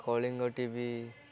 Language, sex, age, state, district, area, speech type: Odia, male, 18-30, Odisha, Koraput, urban, spontaneous